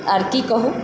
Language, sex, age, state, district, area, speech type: Maithili, male, 45-60, Bihar, Supaul, rural, spontaneous